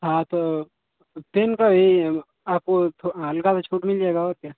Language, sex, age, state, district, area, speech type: Hindi, male, 18-30, Uttar Pradesh, Mau, rural, conversation